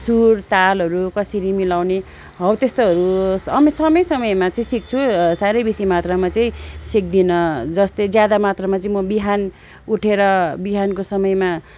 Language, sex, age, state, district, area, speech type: Nepali, female, 45-60, West Bengal, Darjeeling, rural, spontaneous